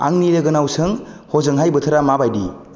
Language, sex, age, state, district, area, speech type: Bodo, male, 18-30, Assam, Kokrajhar, rural, read